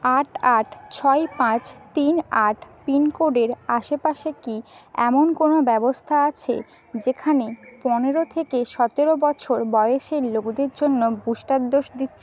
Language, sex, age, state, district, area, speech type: Bengali, female, 30-45, West Bengal, Purba Medinipur, rural, read